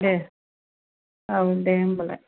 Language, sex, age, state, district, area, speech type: Bodo, female, 45-60, Assam, Kokrajhar, rural, conversation